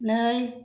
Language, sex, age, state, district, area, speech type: Bodo, female, 30-45, Assam, Kokrajhar, rural, read